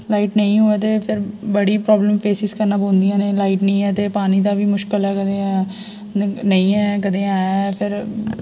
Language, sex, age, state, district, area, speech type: Dogri, female, 18-30, Jammu and Kashmir, Jammu, rural, spontaneous